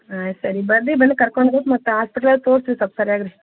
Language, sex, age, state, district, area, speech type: Kannada, female, 30-45, Karnataka, Gulbarga, urban, conversation